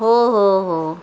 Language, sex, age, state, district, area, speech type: Marathi, female, 30-45, Maharashtra, Ratnagiri, rural, spontaneous